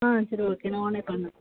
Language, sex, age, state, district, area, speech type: Tamil, female, 30-45, Tamil Nadu, Mayiladuthurai, rural, conversation